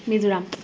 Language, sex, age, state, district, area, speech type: Assamese, female, 30-45, Assam, Majuli, urban, spontaneous